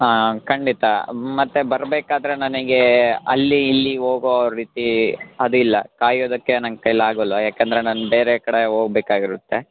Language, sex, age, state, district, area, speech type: Kannada, male, 18-30, Karnataka, Chitradurga, rural, conversation